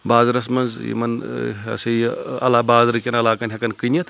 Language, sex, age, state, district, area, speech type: Kashmiri, male, 18-30, Jammu and Kashmir, Anantnag, rural, spontaneous